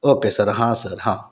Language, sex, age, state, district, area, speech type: Hindi, male, 30-45, Uttar Pradesh, Prayagraj, rural, spontaneous